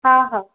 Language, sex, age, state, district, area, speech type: Sindhi, female, 18-30, Madhya Pradesh, Katni, urban, conversation